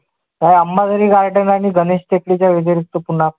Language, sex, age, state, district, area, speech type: Marathi, male, 18-30, Maharashtra, Yavatmal, rural, conversation